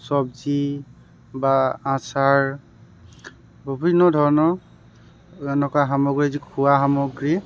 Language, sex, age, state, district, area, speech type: Assamese, male, 18-30, Assam, Tinsukia, rural, spontaneous